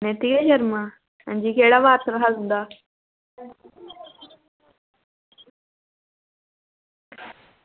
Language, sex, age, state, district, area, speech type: Dogri, female, 18-30, Jammu and Kashmir, Jammu, rural, conversation